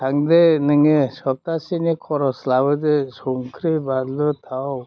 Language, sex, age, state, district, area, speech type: Bodo, male, 60+, Assam, Udalguri, rural, spontaneous